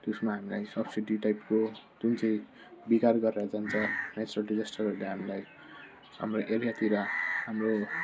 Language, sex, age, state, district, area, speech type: Nepali, male, 30-45, West Bengal, Jalpaiguri, rural, spontaneous